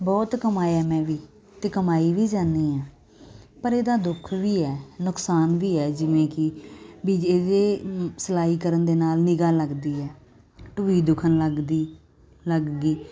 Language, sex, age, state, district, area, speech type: Punjabi, female, 30-45, Punjab, Muktsar, urban, spontaneous